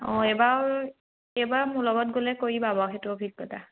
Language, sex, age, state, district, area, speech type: Assamese, female, 18-30, Assam, Majuli, urban, conversation